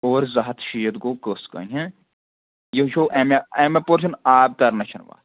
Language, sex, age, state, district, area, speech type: Kashmiri, male, 30-45, Jammu and Kashmir, Anantnag, rural, conversation